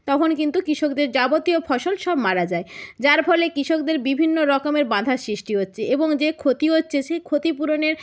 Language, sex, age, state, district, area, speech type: Bengali, female, 30-45, West Bengal, North 24 Parganas, rural, spontaneous